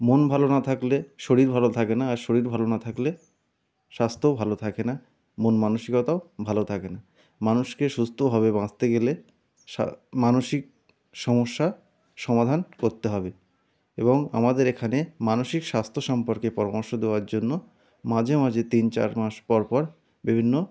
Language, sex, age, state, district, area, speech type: Bengali, male, 30-45, West Bengal, North 24 Parganas, rural, spontaneous